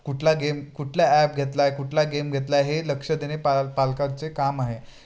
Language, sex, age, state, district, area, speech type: Marathi, male, 18-30, Maharashtra, Ratnagiri, rural, spontaneous